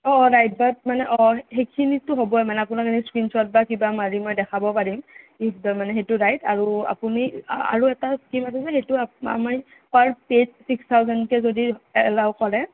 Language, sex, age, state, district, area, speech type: Assamese, male, 18-30, Assam, Nalbari, urban, conversation